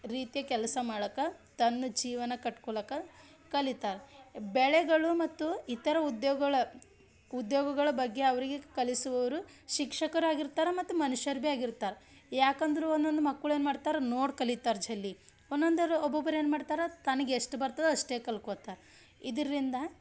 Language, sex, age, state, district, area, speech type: Kannada, female, 30-45, Karnataka, Bidar, rural, spontaneous